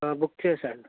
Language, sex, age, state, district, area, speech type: Telugu, male, 60+, Andhra Pradesh, Eluru, rural, conversation